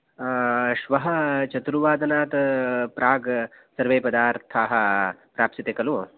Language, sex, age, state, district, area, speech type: Sanskrit, male, 18-30, Karnataka, Uttara Kannada, rural, conversation